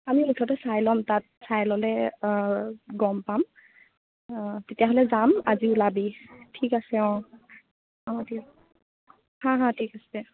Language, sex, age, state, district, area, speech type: Assamese, female, 18-30, Assam, Sonitpur, rural, conversation